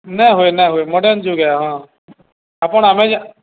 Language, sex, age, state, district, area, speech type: Odia, male, 45-60, Odisha, Nuapada, urban, conversation